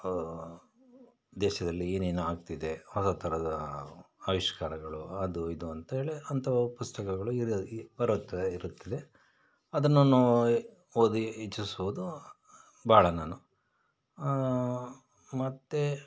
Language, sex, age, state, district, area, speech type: Kannada, male, 30-45, Karnataka, Shimoga, rural, spontaneous